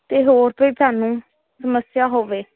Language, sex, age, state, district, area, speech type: Punjabi, female, 18-30, Punjab, Fazilka, urban, conversation